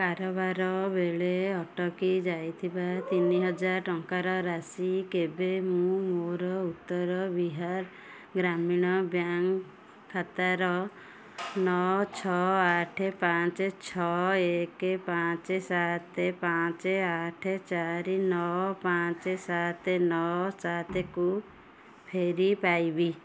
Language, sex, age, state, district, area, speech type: Odia, female, 30-45, Odisha, Kendujhar, urban, read